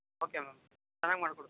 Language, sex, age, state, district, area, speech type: Kannada, male, 30-45, Karnataka, Bangalore Rural, urban, conversation